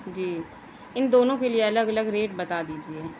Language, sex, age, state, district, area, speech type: Urdu, female, 18-30, Uttar Pradesh, Mau, urban, spontaneous